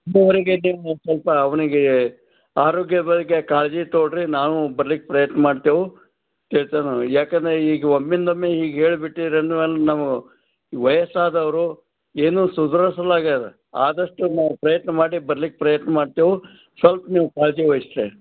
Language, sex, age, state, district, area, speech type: Kannada, male, 60+, Karnataka, Gulbarga, urban, conversation